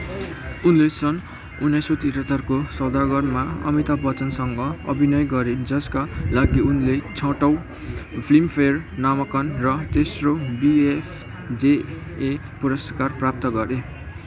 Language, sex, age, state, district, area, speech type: Nepali, male, 18-30, West Bengal, Kalimpong, rural, read